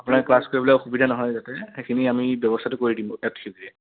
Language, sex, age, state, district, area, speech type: Assamese, male, 18-30, Assam, Biswanath, rural, conversation